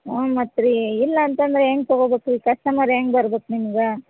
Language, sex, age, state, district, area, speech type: Kannada, female, 30-45, Karnataka, Bagalkot, rural, conversation